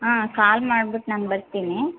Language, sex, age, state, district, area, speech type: Kannada, female, 30-45, Karnataka, Hassan, rural, conversation